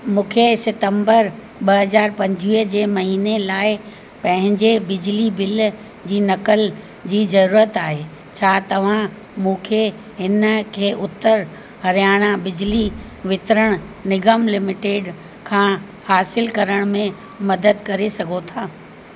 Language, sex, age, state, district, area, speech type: Sindhi, female, 60+, Uttar Pradesh, Lucknow, urban, read